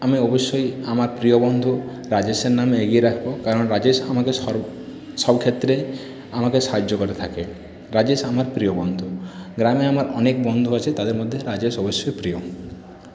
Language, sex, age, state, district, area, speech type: Bengali, male, 45-60, West Bengal, Purulia, urban, spontaneous